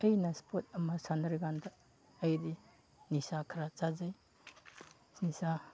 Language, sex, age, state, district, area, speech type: Manipuri, male, 30-45, Manipur, Chandel, rural, spontaneous